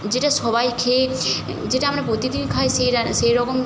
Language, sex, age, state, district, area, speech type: Bengali, female, 45-60, West Bengal, Jhargram, rural, spontaneous